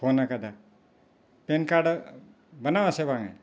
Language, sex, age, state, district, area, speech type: Santali, male, 60+, Jharkhand, Bokaro, rural, spontaneous